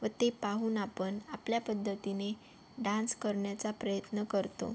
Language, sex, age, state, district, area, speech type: Marathi, female, 18-30, Maharashtra, Yavatmal, rural, spontaneous